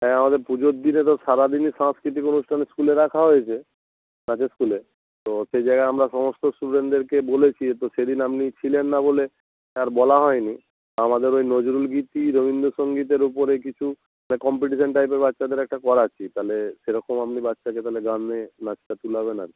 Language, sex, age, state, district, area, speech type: Bengali, male, 30-45, West Bengal, North 24 Parganas, rural, conversation